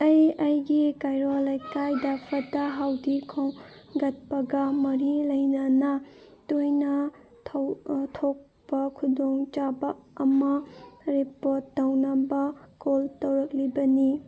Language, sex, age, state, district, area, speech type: Manipuri, female, 30-45, Manipur, Senapati, rural, read